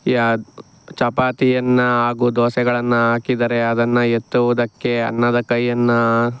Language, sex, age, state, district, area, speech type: Kannada, male, 45-60, Karnataka, Chikkaballapur, rural, spontaneous